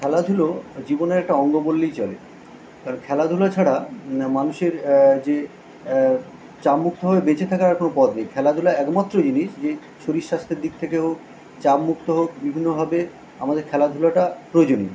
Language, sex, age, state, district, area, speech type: Bengali, male, 45-60, West Bengal, Kolkata, urban, spontaneous